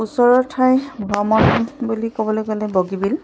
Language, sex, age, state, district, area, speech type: Assamese, female, 30-45, Assam, Charaideo, rural, spontaneous